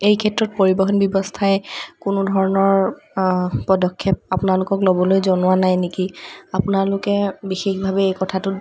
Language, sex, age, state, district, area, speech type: Assamese, female, 18-30, Assam, Sonitpur, rural, spontaneous